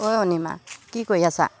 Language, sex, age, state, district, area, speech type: Assamese, female, 30-45, Assam, Lakhimpur, rural, spontaneous